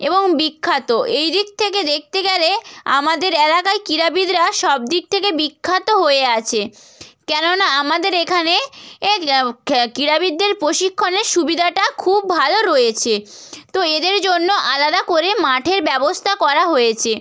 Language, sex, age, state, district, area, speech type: Bengali, female, 18-30, West Bengal, Nadia, rural, spontaneous